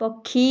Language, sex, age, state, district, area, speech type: Odia, female, 18-30, Odisha, Kalahandi, rural, read